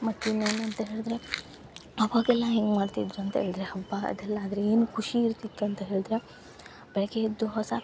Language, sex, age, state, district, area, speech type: Kannada, female, 18-30, Karnataka, Uttara Kannada, rural, spontaneous